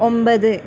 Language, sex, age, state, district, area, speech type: Malayalam, female, 18-30, Kerala, Kasaragod, rural, read